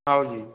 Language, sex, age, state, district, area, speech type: Hindi, male, 18-30, Madhya Pradesh, Balaghat, rural, conversation